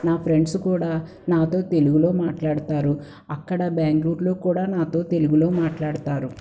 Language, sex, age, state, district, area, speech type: Telugu, female, 30-45, Andhra Pradesh, Palnadu, urban, spontaneous